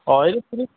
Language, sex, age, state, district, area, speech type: Assamese, male, 60+, Assam, Goalpara, urban, conversation